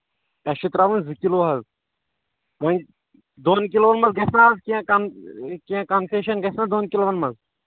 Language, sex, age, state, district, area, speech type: Kashmiri, male, 18-30, Jammu and Kashmir, Shopian, rural, conversation